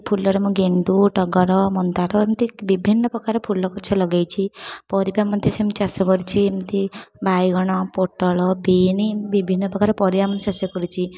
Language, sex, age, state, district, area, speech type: Odia, female, 18-30, Odisha, Puri, urban, spontaneous